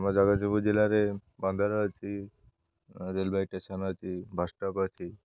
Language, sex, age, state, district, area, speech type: Odia, male, 18-30, Odisha, Jagatsinghpur, rural, spontaneous